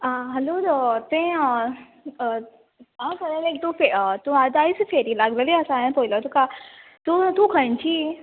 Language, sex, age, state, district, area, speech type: Goan Konkani, female, 18-30, Goa, Quepem, rural, conversation